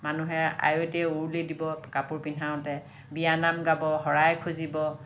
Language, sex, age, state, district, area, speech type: Assamese, female, 60+, Assam, Lakhimpur, rural, spontaneous